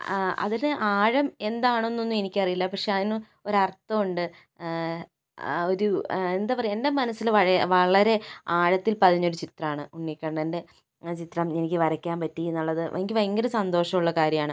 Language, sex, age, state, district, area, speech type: Malayalam, female, 60+, Kerala, Kozhikode, rural, spontaneous